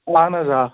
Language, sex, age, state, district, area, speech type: Kashmiri, male, 30-45, Jammu and Kashmir, Anantnag, rural, conversation